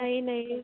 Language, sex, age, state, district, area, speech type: Punjabi, female, 18-30, Punjab, Kapurthala, urban, conversation